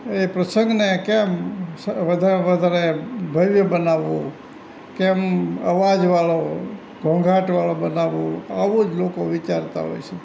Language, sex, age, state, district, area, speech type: Gujarati, male, 60+, Gujarat, Rajkot, rural, spontaneous